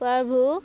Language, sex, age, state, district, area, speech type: Odia, female, 18-30, Odisha, Nuapada, rural, spontaneous